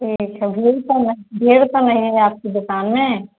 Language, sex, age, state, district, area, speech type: Hindi, female, 60+, Uttar Pradesh, Ayodhya, rural, conversation